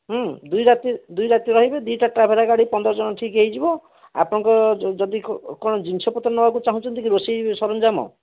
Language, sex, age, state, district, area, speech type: Odia, male, 18-30, Odisha, Bhadrak, rural, conversation